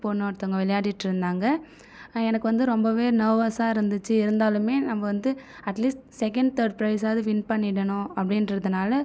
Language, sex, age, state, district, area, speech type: Tamil, female, 18-30, Tamil Nadu, Viluppuram, rural, spontaneous